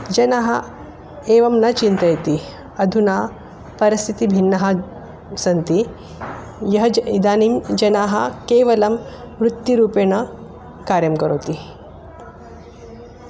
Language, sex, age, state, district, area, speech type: Sanskrit, female, 45-60, Maharashtra, Nagpur, urban, spontaneous